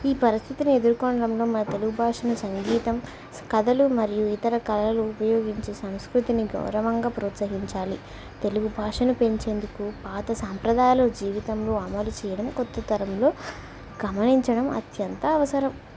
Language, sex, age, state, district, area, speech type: Telugu, female, 18-30, Telangana, Warangal, rural, spontaneous